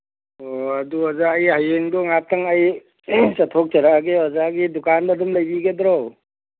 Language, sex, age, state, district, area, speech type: Manipuri, male, 45-60, Manipur, Churachandpur, urban, conversation